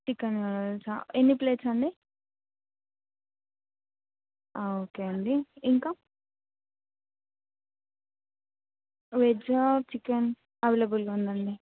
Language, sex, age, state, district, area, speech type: Telugu, female, 18-30, Telangana, Adilabad, urban, conversation